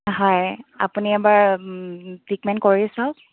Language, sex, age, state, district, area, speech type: Assamese, female, 18-30, Assam, Dibrugarh, rural, conversation